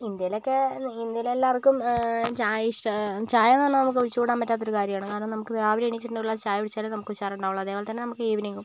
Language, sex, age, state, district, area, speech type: Malayalam, female, 18-30, Kerala, Kozhikode, rural, spontaneous